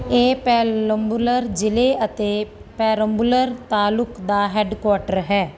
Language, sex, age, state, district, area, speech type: Punjabi, female, 30-45, Punjab, Mansa, rural, read